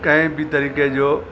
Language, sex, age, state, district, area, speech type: Sindhi, male, 45-60, Uttar Pradesh, Lucknow, rural, spontaneous